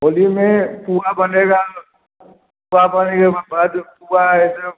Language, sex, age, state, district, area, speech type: Hindi, male, 45-60, Bihar, Samastipur, rural, conversation